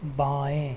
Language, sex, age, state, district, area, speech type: Hindi, male, 18-30, Madhya Pradesh, Jabalpur, urban, read